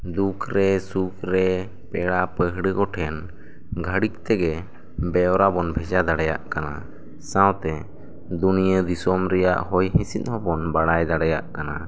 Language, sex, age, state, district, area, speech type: Santali, male, 18-30, West Bengal, Bankura, rural, spontaneous